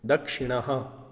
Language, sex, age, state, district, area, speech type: Sanskrit, male, 45-60, Rajasthan, Jaipur, urban, read